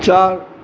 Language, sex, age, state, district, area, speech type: Sindhi, male, 45-60, Maharashtra, Mumbai Suburban, urban, read